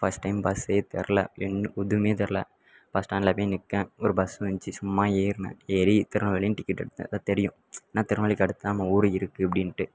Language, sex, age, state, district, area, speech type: Tamil, male, 18-30, Tamil Nadu, Tirunelveli, rural, spontaneous